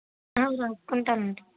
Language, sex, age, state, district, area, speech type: Telugu, female, 18-30, Andhra Pradesh, Kakinada, rural, conversation